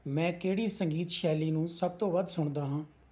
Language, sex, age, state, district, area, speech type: Punjabi, male, 45-60, Punjab, Rupnagar, rural, read